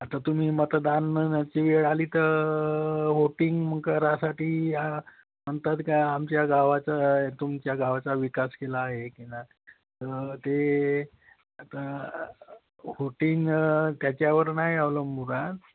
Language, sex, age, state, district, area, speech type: Marathi, male, 30-45, Maharashtra, Nagpur, rural, conversation